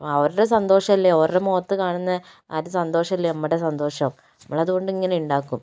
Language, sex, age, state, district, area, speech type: Malayalam, female, 30-45, Kerala, Kozhikode, urban, spontaneous